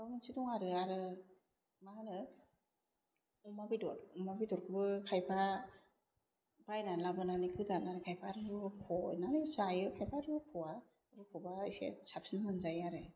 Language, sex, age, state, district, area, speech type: Bodo, female, 30-45, Assam, Chirang, urban, spontaneous